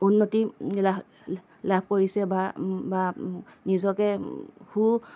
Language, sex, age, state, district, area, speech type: Assamese, female, 30-45, Assam, Lakhimpur, rural, spontaneous